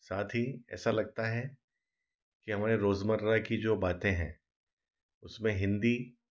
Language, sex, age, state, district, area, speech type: Hindi, male, 45-60, Madhya Pradesh, Ujjain, urban, spontaneous